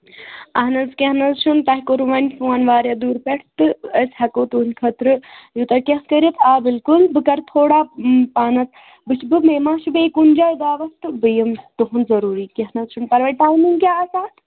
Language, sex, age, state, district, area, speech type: Kashmiri, female, 18-30, Jammu and Kashmir, Budgam, rural, conversation